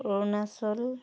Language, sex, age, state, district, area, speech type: Assamese, female, 30-45, Assam, Tinsukia, urban, spontaneous